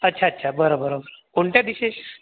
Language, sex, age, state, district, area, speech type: Marathi, male, 45-60, Maharashtra, Buldhana, urban, conversation